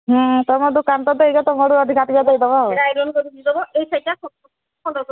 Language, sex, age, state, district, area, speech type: Odia, female, 60+, Odisha, Angul, rural, conversation